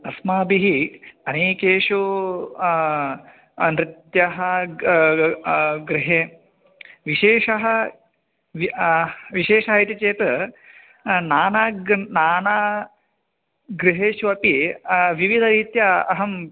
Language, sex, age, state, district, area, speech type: Sanskrit, male, 18-30, Karnataka, Bagalkot, urban, conversation